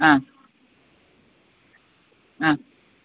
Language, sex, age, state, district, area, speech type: Malayalam, female, 30-45, Kerala, Kollam, rural, conversation